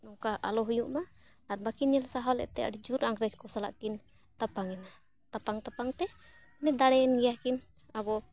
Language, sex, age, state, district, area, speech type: Santali, female, 30-45, Jharkhand, Bokaro, rural, spontaneous